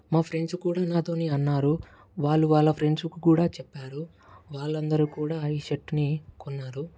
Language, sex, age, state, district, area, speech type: Telugu, male, 18-30, Telangana, Medak, rural, spontaneous